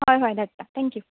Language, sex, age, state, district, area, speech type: Goan Konkani, female, 18-30, Goa, Bardez, urban, conversation